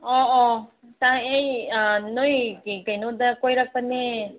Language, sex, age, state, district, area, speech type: Manipuri, female, 45-60, Manipur, Ukhrul, rural, conversation